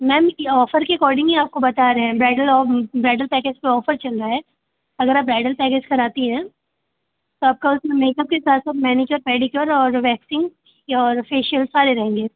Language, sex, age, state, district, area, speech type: Hindi, female, 18-30, Uttar Pradesh, Bhadohi, rural, conversation